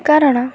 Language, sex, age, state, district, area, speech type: Odia, female, 18-30, Odisha, Kendrapara, urban, spontaneous